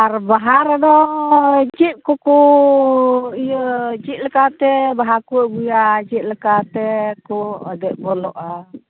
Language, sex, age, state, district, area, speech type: Santali, female, 60+, West Bengal, Purba Bardhaman, rural, conversation